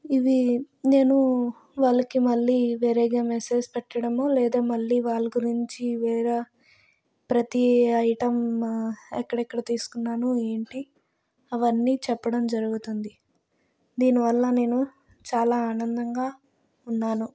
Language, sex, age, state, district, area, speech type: Telugu, female, 60+, Andhra Pradesh, Vizianagaram, rural, spontaneous